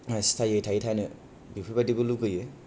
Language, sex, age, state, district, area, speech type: Bodo, male, 18-30, Assam, Kokrajhar, rural, spontaneous